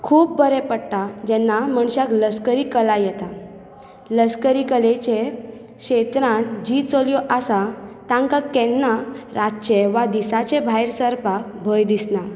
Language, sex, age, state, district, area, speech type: Goan Konkani, female, 18-30, Goa, Bardez, urban, spontaneous